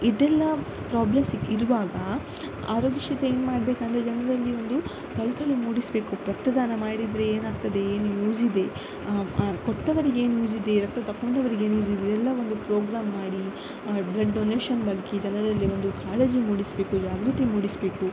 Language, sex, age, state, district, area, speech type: Kannada, female, 18-30, Karnataka, Udupi, rural, spontaneous